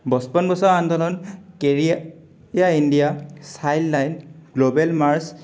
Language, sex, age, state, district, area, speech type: Assamese, male, 18-30, Assam, Sonitpur, rural, spontaneous